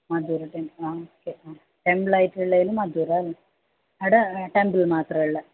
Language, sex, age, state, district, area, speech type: Malayalam, female, 18-30, Kerala, Kasaragod, rural, conversation